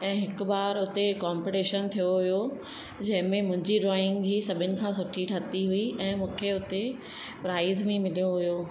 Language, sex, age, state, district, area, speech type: Sindhi, female, 30-45, Madhya Pradesh, Katni, urban, spontaneous